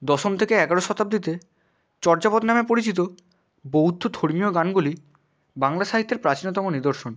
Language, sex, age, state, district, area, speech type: Bengali, male, 18-30, West Bengal, Bankura, urban, spontaneous